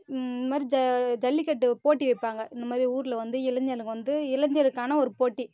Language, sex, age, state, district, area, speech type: Tamil, female, 18-30, Tamil Nadu, Kallakurichi, rural, spontaneous